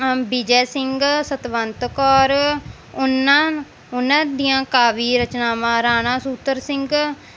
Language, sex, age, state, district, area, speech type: Punjabi, female, 18-30, Punjab, Mansa, rural, spontaneous